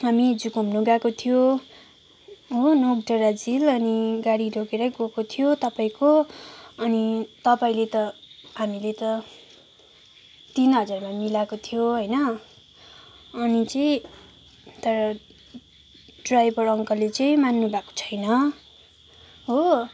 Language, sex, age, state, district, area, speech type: Nepali, female, 18-30, West Bengal, Kalimpong, rural, spontaneous